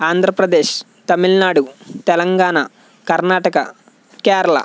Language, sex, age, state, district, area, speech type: Telugu, male, 18-30, Andhra Pradesh, West Godavari, rural, spontaneous